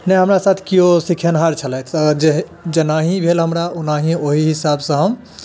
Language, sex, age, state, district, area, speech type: Maithili, male, 30-45, Bihar, Darbhanga, urban, spontaneous